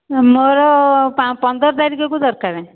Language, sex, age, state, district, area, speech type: Odia, female, 60+, Odisha, Khordha, rural, conversation